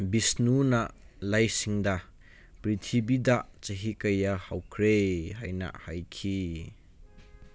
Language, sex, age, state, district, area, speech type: Manipuri, male, 18-30, Manipur, Kangpokpi, urban, read